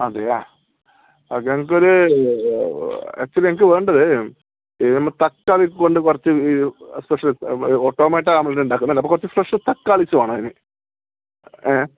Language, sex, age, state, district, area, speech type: Malayalam, male, 30-45, Kerala, Kasaragod, rural, conversation